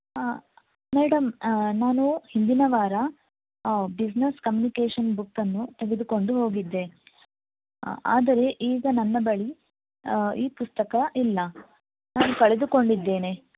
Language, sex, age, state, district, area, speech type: Kannada, female, 18-30, Karnataka, Shimoga, rural, conversation